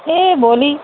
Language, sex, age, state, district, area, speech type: Nepali, female, 45-60, West Bengal, Jalpaiguri, urban, conversation